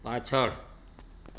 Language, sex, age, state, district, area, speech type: Gujarati, male, 45-60, Gujarat, Surat, urban, read